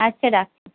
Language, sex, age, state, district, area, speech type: Bengali, female, 45-60, West Bengal, Birbhum, urban, conversation